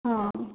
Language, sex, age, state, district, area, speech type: Kannada, female, 18-30, Karnataka, Hassan, urban, conversation